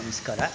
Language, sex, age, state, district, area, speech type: Kannada, male, 45-60, Karnataka, Bangalore Rural, rural, spontaneous